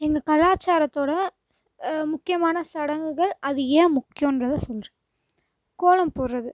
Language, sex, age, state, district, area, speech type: Tamil, female, 18-30, Tamil Nadu, Tiruchirappalli, rural, spontaneous